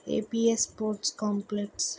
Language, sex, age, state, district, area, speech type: Telugu, female, 60+, Andhra Pradesh, Vizianagaram, rural, spontaneous